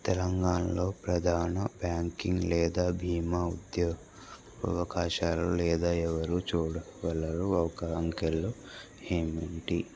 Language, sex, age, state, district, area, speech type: Telugu, male, 18-30, Telangana, Wanaparthy, urban, spontaneous